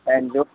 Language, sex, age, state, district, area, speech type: Bodo, male, 18-30, Assam, Udalguri, rural, conversation